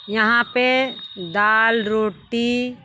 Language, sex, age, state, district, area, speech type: Hindi, female, 45-60, Uttar Pradesh, Mirzapur, rural, spontaneous